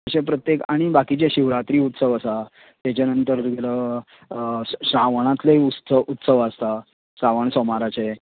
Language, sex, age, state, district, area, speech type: Goan Konkani, male, 45-60, Goa, Canacona, rural, conversation